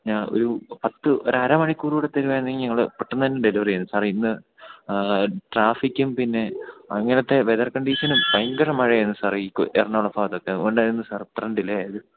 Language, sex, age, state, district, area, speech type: Malayalam, male, 18-30, Kerala, Idukki, rural, conversation